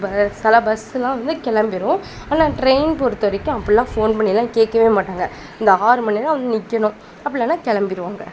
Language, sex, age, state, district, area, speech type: Tamil, female, 18-30, Tamil Nadu, Kanyakumari, rural, spontaneous